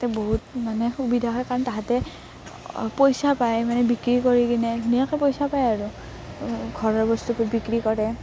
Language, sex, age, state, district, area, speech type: Assamese, female, 18-30, Assam, Udalguri, rural, spontaneous